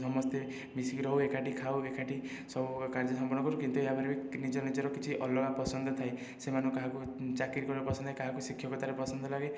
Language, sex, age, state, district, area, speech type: Odia, male, 18-30, Odisha, Khordha, rural, spontaneous